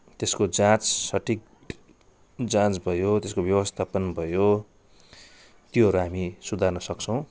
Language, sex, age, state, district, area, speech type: Nepali, male, 45-60, West Bengal, Darjeeling, rural, spontaneous